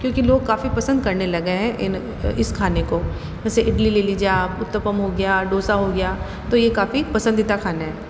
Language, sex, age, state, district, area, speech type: Hindi, female, 18-30, Rajasthan, Jodhpur, urban, spontaneous